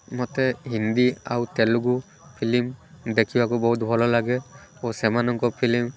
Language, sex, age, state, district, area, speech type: Odia, male, 18-30, Odisha, Balasore, rural, spontaneous